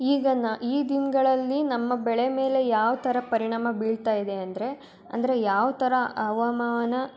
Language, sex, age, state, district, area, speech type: Kannada, female, 18-30, Karnataka, Davanagere, urban, spontaneous